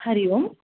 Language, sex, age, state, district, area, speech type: Sanskrit, female, 30-45, Karnataka, Hassan, urban, conversation